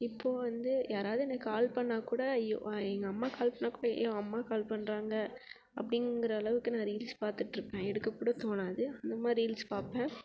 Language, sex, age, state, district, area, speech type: Tamil, female, 18-30, Tamil Nadu, Perambalur, rural, spontaneous